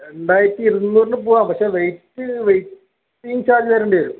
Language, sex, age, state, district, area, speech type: Malayalam, male, 18-30, Kerala, Kasaragod, rural, conversation